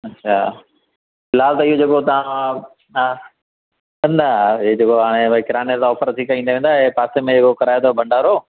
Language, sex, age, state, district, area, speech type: Sindhi, male, 45-60, Madhya Pradesh, Katni, rural, conversation